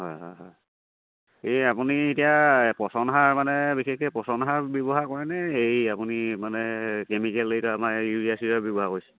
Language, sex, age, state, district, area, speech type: Assamese, male, 45-60, Assam, Charaideo, rural, conversation